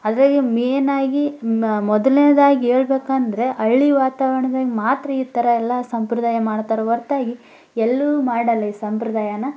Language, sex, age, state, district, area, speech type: Kannada, female, 18-30, Karnataka, Koppal, rural, spontaneous